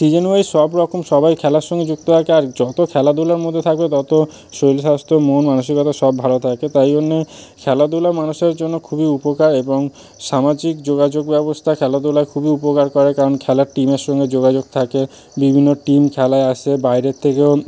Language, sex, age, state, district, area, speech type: Bengali, male, 30-45, West Bengal, South 24 Parganas, rural, spontaneous